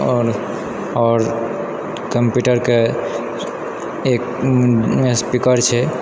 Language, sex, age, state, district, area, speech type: Maithili, male, 30-45, Bihar, Purnia, rural, spontaneous